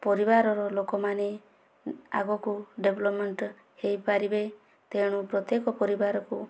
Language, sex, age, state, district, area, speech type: Odia, female, 30-45, Odisha, Kandhamal, rural, spontaneous